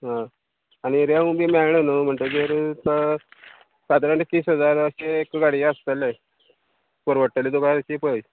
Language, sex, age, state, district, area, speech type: Goan Konkani, male, 45-60, Goa, Quepem, rural, conversation